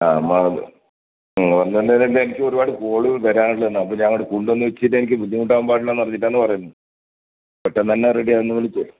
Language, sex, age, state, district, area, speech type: Malayalam, male, 45-60, Kerala, Kasaragod, urban, conversation